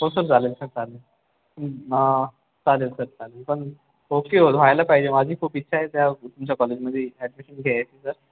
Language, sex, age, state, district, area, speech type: Marathi, male, 18-30, Maharashtra, Buldhana, rural, conversation